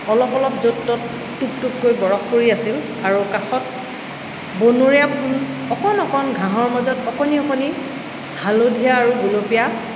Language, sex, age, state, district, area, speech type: Assamese, female, 45-60, Assam, Tinsukia, rural, spontaneous